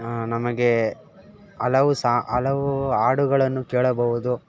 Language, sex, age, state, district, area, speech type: Kannada, male, 18-30, Karnataka, Mysore, urban, spontaneous